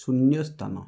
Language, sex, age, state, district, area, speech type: Odia, male, 45-60, Odisha, Balasore, rural, read